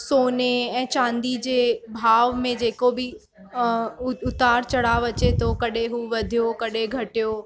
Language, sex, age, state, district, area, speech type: Sindhi, female, 45-60, Uttar Pradesh, Lucknow, rural, spontaneous